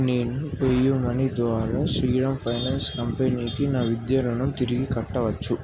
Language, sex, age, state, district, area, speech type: Telugu, male, 18-30, Telangana, Nalgonda, urban, read